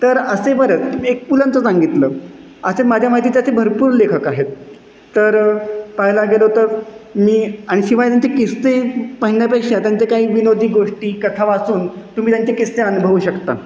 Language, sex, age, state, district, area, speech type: Marathi, male, 30-45, Maharashtra, Satara, urban, spontaneous